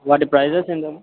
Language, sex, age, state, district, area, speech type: Telugu, male, 18-30, Telangana, Sangareddy, urban, conversation